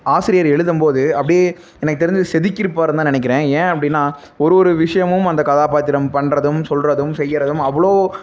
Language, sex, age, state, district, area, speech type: Tamil, male, 18-30, Tamil Nadu, Namakkal, rural, spontaneous